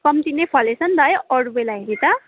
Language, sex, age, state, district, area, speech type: Nepali, female, 18-30, West Bengal, Darjeeling, rural, conversation